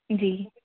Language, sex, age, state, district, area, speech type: Urdu, female, 18-30, Delhi, North West Delhi, urban, conversation